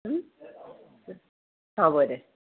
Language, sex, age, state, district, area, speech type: Goan Konkani, female, 45-60, Goa, Salcete, urban, conversation